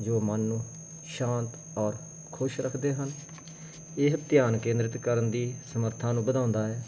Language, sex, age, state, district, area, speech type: Punjabi, male, 45-60, Punjab, Jalandhar, urban, spontaneous